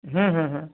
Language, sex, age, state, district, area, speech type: Bengali, male, 45-60, West Bengal, Darjeeling, rural, conversation